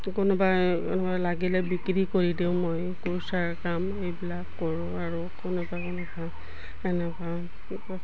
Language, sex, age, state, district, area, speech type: Assamese, female, 60+, Assam, Udalguri, rural, spontaneous